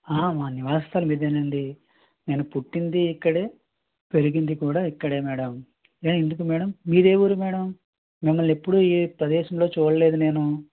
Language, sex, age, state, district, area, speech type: Telugu, male, 18-30, Andhra Pradesh, East Godavari, rural, conversation